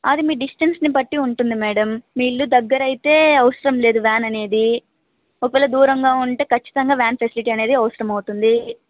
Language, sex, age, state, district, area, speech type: Telugu, female, 18-30, Andhra Pradesh, Nellore, rural, conversation